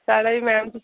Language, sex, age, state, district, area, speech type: Dogri, female, 18-30, Jammu and Kashmir, Jammu, rural, conversation